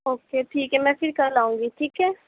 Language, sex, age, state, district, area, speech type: Urdu, female, 30-45, Uttar Pradesh, Gautam Buddha Nagar, urban, conversation